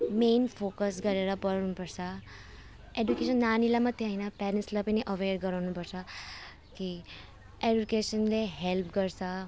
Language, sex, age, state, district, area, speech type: Nepali, female, 30-45, West Bengal, Alipurduar, urban, spontaneous